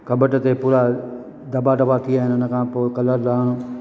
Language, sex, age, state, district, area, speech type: Sindhi, male, 45-60, Maharashtra, Thane, urban, spontaneous